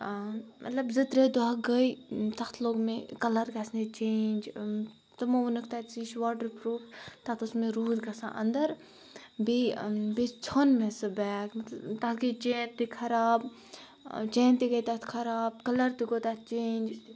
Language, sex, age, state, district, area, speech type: Kashmiri, female, 18-30, Jammu and Kashmir, Baramulla, rural, spontaneous